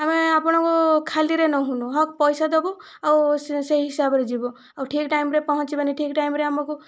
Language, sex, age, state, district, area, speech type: Odia, female, 45-60, Odisha, Kandhamal, rural, spontaneous